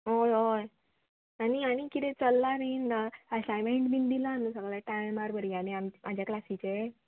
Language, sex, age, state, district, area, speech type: Goan Konkani, female, 18-30, Goa, Murmgao, urban, conversation